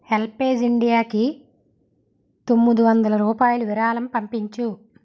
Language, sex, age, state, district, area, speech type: Telugu, male, 18-30, Andhra Pradesh, Vizianagaram, rural, read